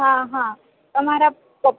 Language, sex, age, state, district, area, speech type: Gujarati, female, 18-30, Gujarat, Valsad, rural, conversation